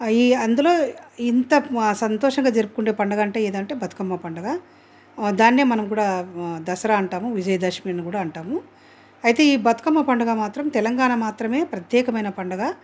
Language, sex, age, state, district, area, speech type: Telugu, female, 60+, Telangana, Hyderabad, urban, spontaneous